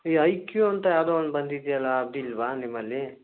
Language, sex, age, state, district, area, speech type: Kannada, male, 30-45, Karnataka, Chikkamagaluru, urban, conversation